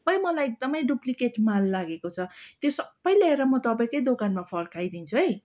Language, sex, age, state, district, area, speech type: Nepali, female, 30-45, West Bengal, Darjeeling, rural, spontaneous